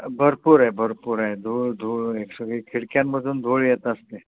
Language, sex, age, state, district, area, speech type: Marathi, male, 60+, Maharashtra, Mumbai Suburban, urban, conversation